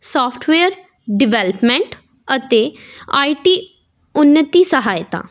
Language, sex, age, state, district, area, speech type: Punjabi, female, 18-30, Punjab, Jalandhar, urban, spontaneous